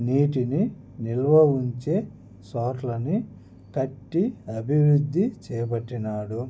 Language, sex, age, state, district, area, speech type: Telugu, male, 30-45, Andhra Pradesh, Annamaya, rural, spontaneous